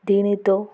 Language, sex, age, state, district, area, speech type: Telugu, female, 18-30, Andhra Pradesh, Nandyal, urban, spontaneous